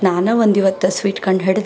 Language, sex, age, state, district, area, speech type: Kannada, female, 30-45, Karnataka, Dharwad, rural, spontaneous